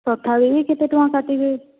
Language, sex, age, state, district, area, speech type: Odia, female, 45-60, Odisha, Boudh, rural, conversation